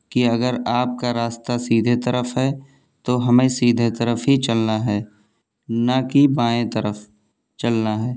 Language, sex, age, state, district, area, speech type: Urdu, male, 18-30, Uttar Pradesh, Siddharthnagar, rural, spontaneous